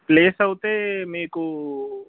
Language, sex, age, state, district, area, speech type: Telugu, male, 18-30, Telangana, Nalgonda, urban, conversation